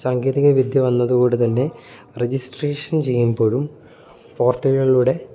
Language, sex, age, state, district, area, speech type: Malayalam, male, 18-30, Kerala, Idukki, rural, spontaneous